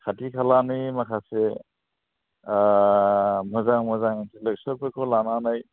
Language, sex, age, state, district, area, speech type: Bodo, male, 60+, Assam, Chirang, urban, conversation